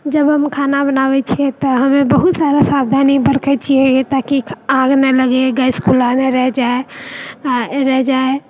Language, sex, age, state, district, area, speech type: Maithili, female, 30-45, Bihar, Purnia, rural, spontaneous